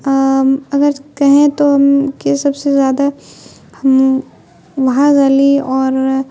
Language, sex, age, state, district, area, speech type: Urdu, female, 18-30, Bihar, Khagaria, rural, spontaneous